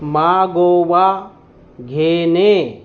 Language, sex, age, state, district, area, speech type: Marathi, male, 30-45, Maharashtra, Yavatmal, rural, read